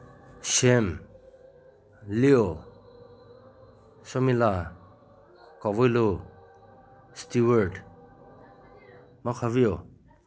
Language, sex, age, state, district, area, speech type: Manipuri, male, 30-45, Manipur, Senapati, rural, spontaneous